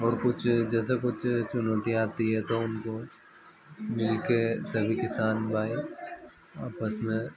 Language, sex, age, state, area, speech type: Hindi, male, 30-45, Madhya Pradesh, rural, spontaneous